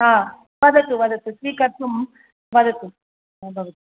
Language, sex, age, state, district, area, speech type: Sanskrit, female, 45-60, Tamil Nadu, Chennai, urban, conversation